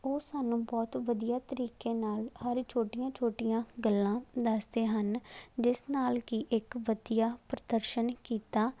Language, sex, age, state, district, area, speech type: Punjabi, female, 18-30, Punjab, Faridkot, rural, spontaneous